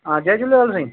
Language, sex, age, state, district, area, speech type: Sindhi, male, 45-60, Delhi, South Delhi, urban, conversation